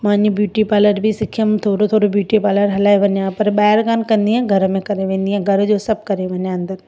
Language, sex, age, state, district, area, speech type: Sindhi, female, 30-45, Gujarat, Surat, urban, spontaneous